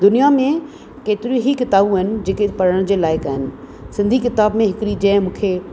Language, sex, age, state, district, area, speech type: Sindhi, female, 60+, Rajasthan, Ajmer, urban, spontaneous